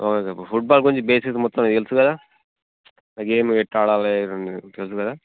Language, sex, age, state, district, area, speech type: Telugu, male, 30-45, Telangana, Jangaon, rural, conversation